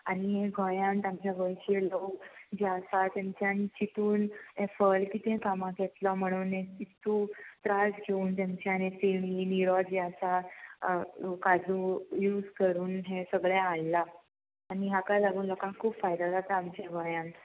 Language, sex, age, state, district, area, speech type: Goan Konkani, female, 18-30, Goa, Salcete, rural, conversation